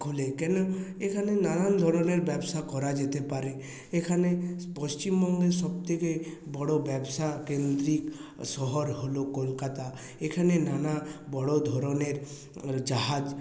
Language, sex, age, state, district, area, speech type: Bengali, male, 30-45, West Bengal, Purulia, urban, spontaneous